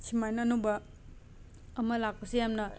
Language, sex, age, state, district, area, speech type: Manipuri, female, 30-45, Manipur, Imphal West, urban, spontaneous